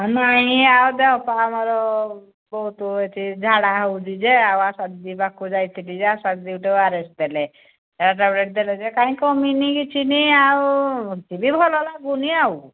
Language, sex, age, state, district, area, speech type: Odia, female, 60+, Odisha, Angul, rural, conversation